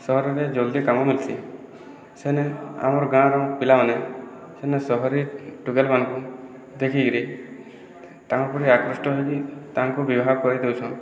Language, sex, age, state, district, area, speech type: Odia, male, 30-45, Odisha, Boudh, rural, spontaneous